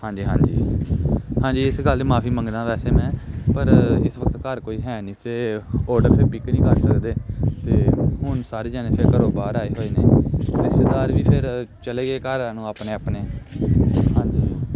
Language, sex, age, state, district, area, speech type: Punjabi, male, 18-30, Punjab, Gurdaspur, rural, spontaneous